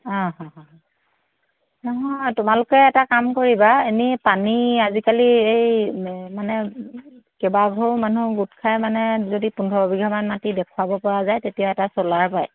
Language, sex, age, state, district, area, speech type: Assamese, female, 45-60, Assam, Lakhimpur, rural, conversation